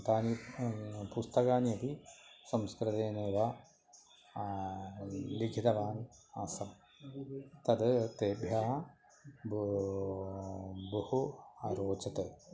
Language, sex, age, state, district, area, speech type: Sanskrit, male, 45-60, Kerala, Thrissur, urban, spontaneous